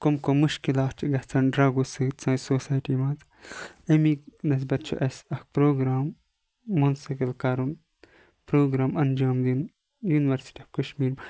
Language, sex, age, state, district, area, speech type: Kashmiri, male, 30-45, Jammu and Kashmir, Kupwara, rural, spontaneous